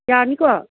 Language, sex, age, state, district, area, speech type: Manipuri, female, 60+, Manipur, Kangpokpi, urban, conversation